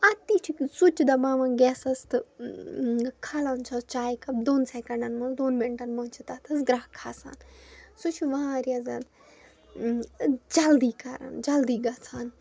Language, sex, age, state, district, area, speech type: Kashmiri, female, 18-30, Jammu and Kashmir, Bandipora, rural, spontaneous